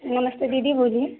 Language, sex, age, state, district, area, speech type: Hindi, female, 45-60, Madhya Pradesh, Balaghat, rural, conversation